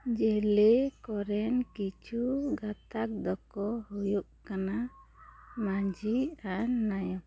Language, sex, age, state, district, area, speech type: Santali, female, 30-45, West Bengal, Bankura, rural, spontaneous